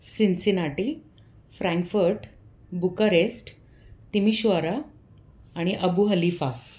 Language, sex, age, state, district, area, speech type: Marathi, female, 45-60, Maharashtra, Pune, urban, spontaneous